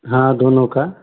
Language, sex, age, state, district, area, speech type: Hindi, male, 30-45, Uttar Pradesh, Ghazipur, rural, conversation